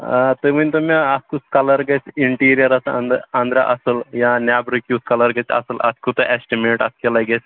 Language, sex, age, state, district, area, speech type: Kashmiri, male, 18-30, Jammu and Kashmir, Baramulla, rural, conversation